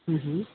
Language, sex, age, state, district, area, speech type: Marathi, female, 45-60, Maharashtra, Mumbai Suburban, urban, conversation